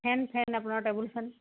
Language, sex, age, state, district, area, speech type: Assamese, female, 45-60, Assam, Golaghat, urban, conversation